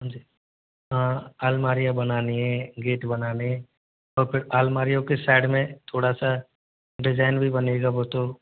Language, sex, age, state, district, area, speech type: Hindi, male, 45-60, Rajasthan, Jodhpur, urban, conversation